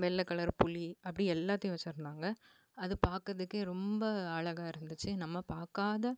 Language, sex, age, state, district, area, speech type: Tamil, female, 18-30, Tamil Nadu, Kanyakumari, urban, spontaneous